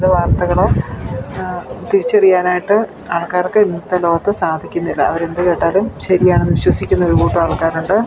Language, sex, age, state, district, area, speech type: Malayalam, female, 45-60, Kerala, Idukki, rural, spontaneous